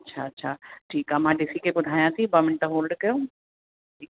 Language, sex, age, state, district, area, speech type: Sindhi, female, 30-45, Uttar Pradesh, Lucknow, urban, conversation